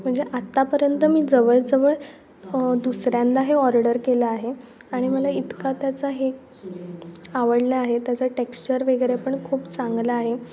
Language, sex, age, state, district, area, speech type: Marathi, female, 18-30, Maharashtra, Ratnagiri, rural, spontaneous